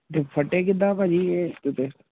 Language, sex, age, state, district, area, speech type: Punjabi, male, 18-30, Punjab, Gurdaspur, urban, conversation